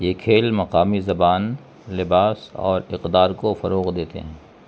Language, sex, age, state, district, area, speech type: Urdu, male, 45-60, Bihar, Gaya, rural, spontaneous